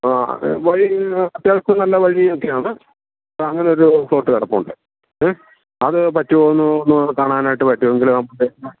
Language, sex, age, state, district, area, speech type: Malayalam, male, 45-60, Kerala, Kottayam, rural, conversation